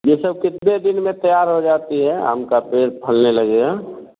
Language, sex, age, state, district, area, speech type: Hindi, male, 45-60, Bihar, Vaishali, rural, conversation